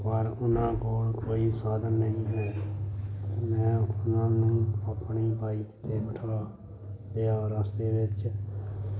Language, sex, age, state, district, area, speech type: Punjabi, male, 45-60, Punjab, Hoshiarpur, rural, spontaneous